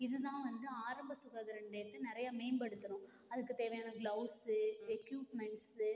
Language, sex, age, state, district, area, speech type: Tamil, female, 18-30, Tamil Nadu, Ariyalur, rural, spontaneous